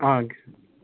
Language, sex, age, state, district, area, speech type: Nepali, male, 30-45, West Bengal, Darjeeling, rural, conversation